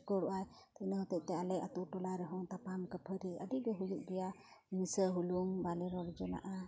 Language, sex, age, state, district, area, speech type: Santali, female, 45-60, West Bengal, Purulia, rural, spontaneous